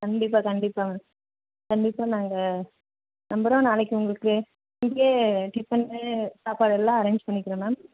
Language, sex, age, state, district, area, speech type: Tamil, female, 45-60, Tamil Nadu, Nilgiris, rural, conversation